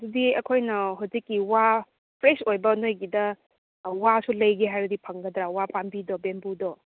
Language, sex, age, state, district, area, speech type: Manipuri, female, 30-45, Manipur, Churachandpur, rural, conversation